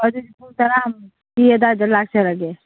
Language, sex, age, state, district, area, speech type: Manipuri, female, 45-60, Manipur, Kangpokpi, urban, conversation